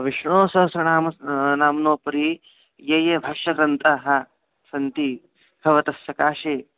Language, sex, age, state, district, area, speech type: Sanskrit, male, 18-30, Maharashtra, Aurangabad, urban, conversation